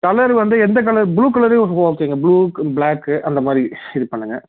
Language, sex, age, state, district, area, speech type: Tamil, male, 30-45, Tamil Nadu, Salem, urban, conversation